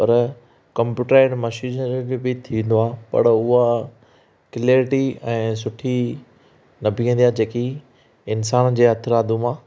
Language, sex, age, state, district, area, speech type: Sindhi, male, 30-45, Maharashtra, Thane, urban, spontaneous